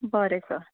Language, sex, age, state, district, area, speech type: Goan Konkani, female, 30-45, Goa, Quepem, rural, conversation